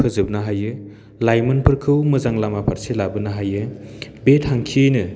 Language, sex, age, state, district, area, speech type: Bodo, male, 30-45, Assam, Baksa, urban, spontaneous